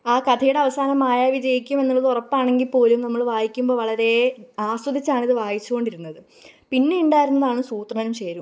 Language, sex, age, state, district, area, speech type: Malayalam, female, 18-30, Kerala, Pathanamthitta, rural, spontaneous